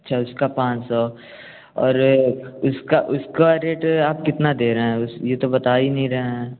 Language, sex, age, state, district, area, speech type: Hindi, male, 18-30, Uttar Pradesh, Bhadohi, rural, conversation